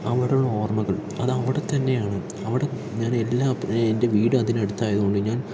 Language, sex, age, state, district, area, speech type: Malayalam, male, 18-30, Kerala, Palakkad, urban, spontaneous